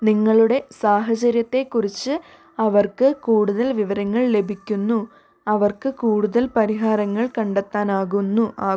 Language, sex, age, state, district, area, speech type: Malayalam, female, 45-60, Kerala, Wayanad, rural, read